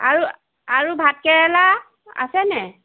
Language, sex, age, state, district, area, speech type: Assamese, female, 45-60, Assam, Golaghat, rural, conversation